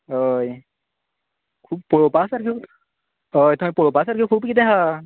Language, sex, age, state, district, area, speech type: Goan Konkani, male, 18-30, Goa, Canacona, rural, conversation